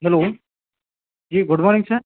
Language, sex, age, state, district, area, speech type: Hindi, male, 30-45, Madhya Pradesh, Hoshangabad, rural, conversation